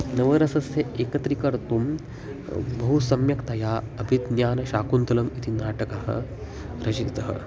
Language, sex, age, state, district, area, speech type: Sanskrit, male, 18-30, Maharashtra, Solapur, urban, spontaneous